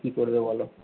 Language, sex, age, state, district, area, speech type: Bengali, male, 45-60, West Bengal, Paschim Medinipur, rural, conversation